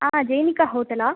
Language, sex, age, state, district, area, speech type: Tamil, female, 18-30, Tamil Nadu, Pudukkottai, rural, conversation